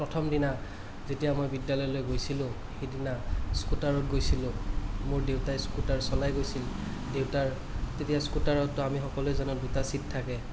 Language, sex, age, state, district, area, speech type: Assamese, male, 30-45, Assam, Kamrup Metropolitan, urban, spontaneous